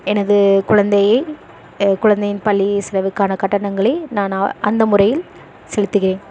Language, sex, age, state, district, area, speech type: Tamil, female, 18-30, Tamil Nadu, Dharmapuri, urban, spontaneous